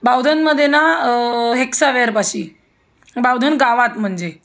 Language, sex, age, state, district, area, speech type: Marathi, female, 30-45, Maharashtra, Pune, urban, spontaneous